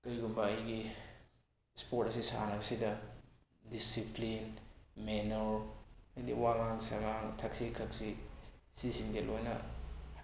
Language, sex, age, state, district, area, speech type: Manipuri, male, 18-30, Manipur, Bishnupur, rural, spontaneous